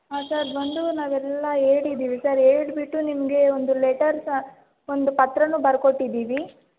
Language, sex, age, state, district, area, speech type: Kannada, female, 18-30, Karnataka, Chikkaballapur, rural, conversation